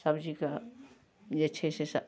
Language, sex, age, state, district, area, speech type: Maithili, female, 45-60, Bihar, Darbhanga, urban, spontaneous